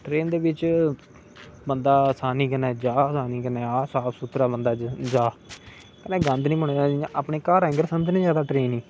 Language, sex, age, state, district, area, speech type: Dogri, male, 18-30, Jammu and Kashmir, Samba, urban, spontaneous